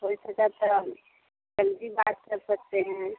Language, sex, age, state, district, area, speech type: Hindi, female, 45-60, Uttar Pradesh, Mirzapur, rural, conversation